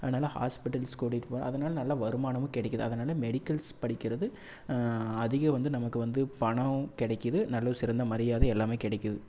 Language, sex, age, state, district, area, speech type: Tamil, male, 18-30, Tamil Nadu, Erode, rural, spontaneous